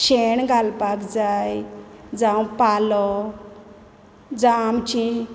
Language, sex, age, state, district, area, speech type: Goan Konkani, female, 30-45, Goa, Quepem, rural, spontaneous